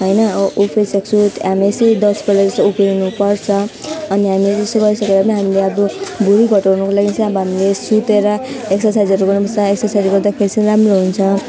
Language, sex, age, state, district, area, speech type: Nepali, female, 18-30, West Bengal, Alipurduar, rural, spontaneous